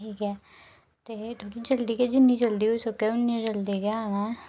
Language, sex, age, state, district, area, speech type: Dogri, female, 18-30, Jammu and Kashmir, Udhampur, rural, spontaneous